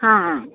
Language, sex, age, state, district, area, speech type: Odia, female, 60+, Odisha, Gajapati, rural, conversation